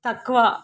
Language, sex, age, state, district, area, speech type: Telugu, female, 30-45, Telangana, Warangal, rural, spontaneous